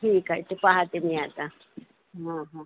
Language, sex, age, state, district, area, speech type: Marathi, female, 60+, Maharashtra, Nagpur, urban, conversation